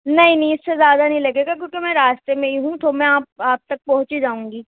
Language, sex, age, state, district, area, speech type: Urdu, female, 30-45, Uttar Pradesh, Balrampur, rural, conversation